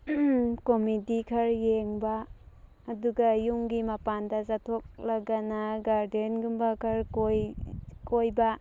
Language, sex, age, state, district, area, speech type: Manipuri, female, 18-30, Manipur, Thoubal, rural, spontaneous